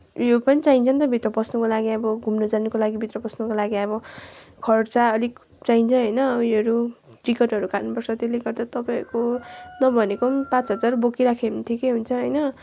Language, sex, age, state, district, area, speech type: Nepali, female, 18-30, West Bengal, Kalimpong, rural, spontaneous